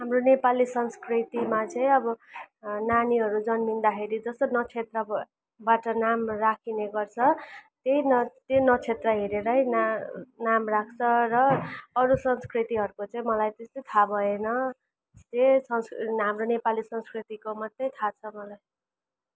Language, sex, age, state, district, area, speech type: Nepali, female, 30-45, West Bengal, Darjeeling, rural, spontaneous